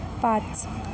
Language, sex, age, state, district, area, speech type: Marathi, female, 18-30, Maharashtra, Sindhudurg, rural, read